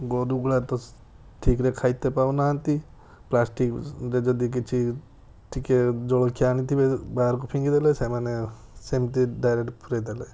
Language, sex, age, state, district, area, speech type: Odia, male, 45-60, Odisha, Balasore, rural, spontaneous